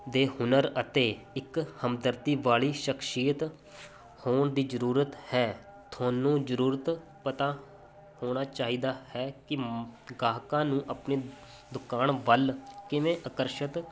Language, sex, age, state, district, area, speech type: Punjabi, male, 30-45, Punjab, Muktsar, rural, spontaneous